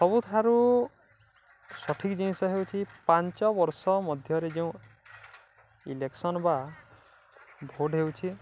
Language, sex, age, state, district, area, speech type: Odia, male, 18-30, Odisha, Balangir, urban, spontaneous